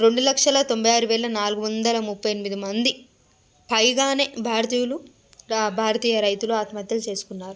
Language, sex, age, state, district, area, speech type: Telugu, female, 30-45, Telangana, Hyderabad, rural, spontaneous